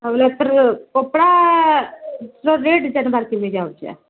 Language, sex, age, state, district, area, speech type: Odia, male, 45-60, Odisha, Nuapada, urban, conversation